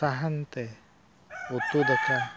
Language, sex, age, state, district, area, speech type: Santali, male, 45-60, Odisha, Mayurbhanj, rural, spontaneous